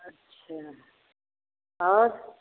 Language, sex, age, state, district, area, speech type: Hindi, female, 60+, Uttar Pradesh, Varanasi, rural, conversation